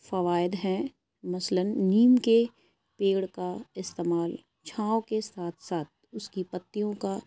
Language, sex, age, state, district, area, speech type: Urdu, female, 18-30, Uttar Pradesh, Lucknow, rural, spontaneous